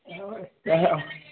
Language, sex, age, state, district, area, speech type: Bodo, male, 30-45, Assam, Udalguri, rural, conversation